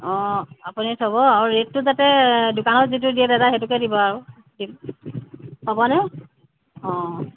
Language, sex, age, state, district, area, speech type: Assamese, female, 45-60, Assam, Tinsukia, rural, conversation